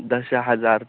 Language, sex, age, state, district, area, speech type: Sanskrit, male, 18-30, Maharashtra, Pune, urban, conversation